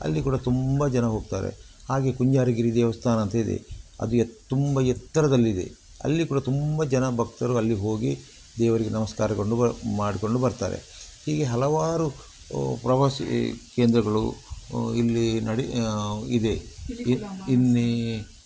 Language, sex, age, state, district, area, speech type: Kannada, male, 60+, Karnataka, Udupi, rural, spontaneous